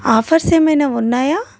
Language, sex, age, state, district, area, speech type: Telugu, female, 30-45, Telangana, Ranga Reddy, urban, spontaneous